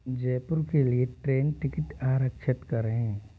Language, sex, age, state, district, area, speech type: Hindi, male, 18-30, Rajasthan, Jodhpur, rural, read